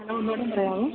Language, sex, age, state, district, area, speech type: Malayalam, female, 30-45, Kerala, Idukki, rural, conversation